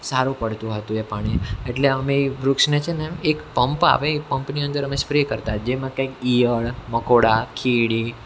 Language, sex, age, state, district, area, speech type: Gujarati, male, 18-30, Gujarat, Surat, urban, spontaneous